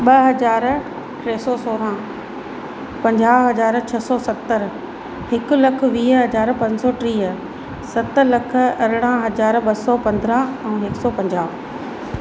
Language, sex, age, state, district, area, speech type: Sindhi, female, 30-45, Madhya Pradesh, Katni, urban, spontaneous